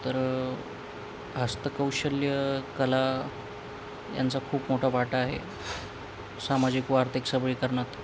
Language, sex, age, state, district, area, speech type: Marathi, male, 18-30, Maharashtra, Nanded, urban, spontaneous